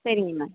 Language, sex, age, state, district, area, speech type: Tamil, female, 18-30, Tamil Nadu, Sivaganga, rural, conversation